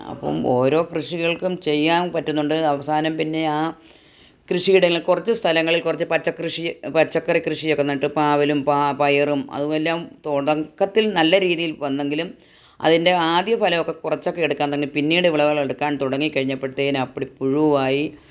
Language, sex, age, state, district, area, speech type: Malayalam, female, 60+, Kerala, Kottayam, rural, spontaneous